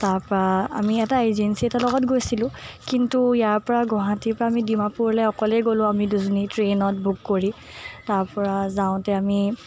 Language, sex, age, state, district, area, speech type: Assamese, female, 18-30, Assam, Morigaon, urban, spontaneous